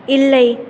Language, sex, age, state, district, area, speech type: Tamil, female, 18-30, Tamil Nadu, Tirunelveli, rural, read